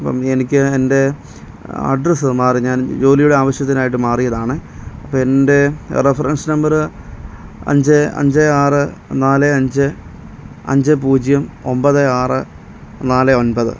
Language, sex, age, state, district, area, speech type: Malayalam, male, 18-30, Kerala, Pathanamthitta, urban, spontaneous